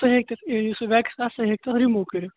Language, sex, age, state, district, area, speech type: Kashmiri, male, 30-45, Jammu and Kashmir, Kupwara, urban, conversation